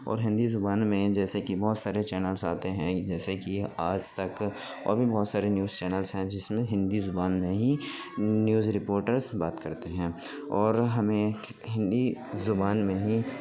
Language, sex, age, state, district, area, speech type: Urdu, male, 18-30, Uttar Pradesh, Gautam Buddha Nagar, rural, spontaneous